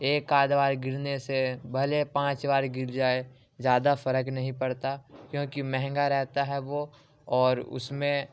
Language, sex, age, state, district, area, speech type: Urdu, male, 18-30, Uttar Pradesh, Ghaziabad, urban, spontaneous